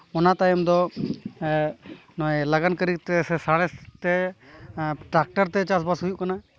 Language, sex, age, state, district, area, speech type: Santali, male, 18-30, West Bengal, Malda, rural, spontaneous